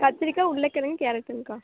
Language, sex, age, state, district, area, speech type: Tamil, female, 18-30, Tamil Nadu, Namakkal, rural, conversation